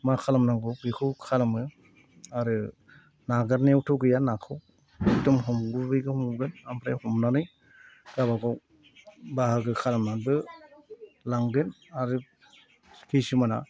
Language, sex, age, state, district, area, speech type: Bodo, male, 60+, Assam, Chirang, rural, spontaneous